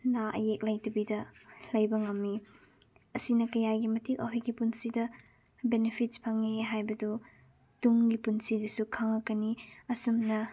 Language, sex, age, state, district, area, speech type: Manipuri, female, 18-30, Manipur, Chandel, rural, spontaneous